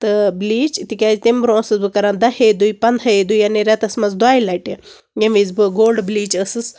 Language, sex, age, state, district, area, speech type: Kashmiri, female, 30-45, Jammu and Kashmir, Baramulla, rural, spontaneous